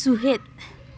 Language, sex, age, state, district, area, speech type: Santali, female, 18-30, West Bengal, Jhargram, rural, read